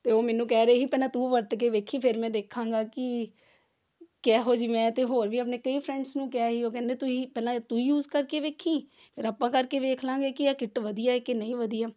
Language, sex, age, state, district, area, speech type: Punjabi, female, 30-45, Punjab, Amritsar, urban, spontaneous